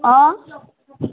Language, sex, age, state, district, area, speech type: Assamese, female, 30-45, Assam, Golaghat, rural, conversation